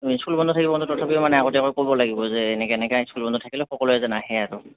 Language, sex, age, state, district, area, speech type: Assamese, male, 18-30, Assam, Goalpara, urban, conversation